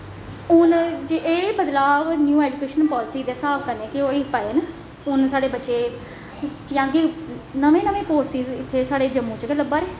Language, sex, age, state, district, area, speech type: Dogri, female, 30-45, Jammu and Kashmir, Jammu, urban, spontaneous